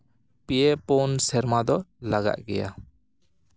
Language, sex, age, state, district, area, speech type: Santali, male, 30-45, West Bengal, Jhargram, rural, spontaneous